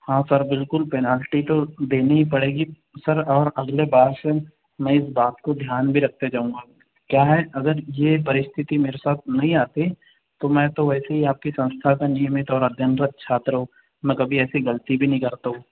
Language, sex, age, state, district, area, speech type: Hindi, male, 45-60, Madhya Pradesh, Balaghat, rural, conversation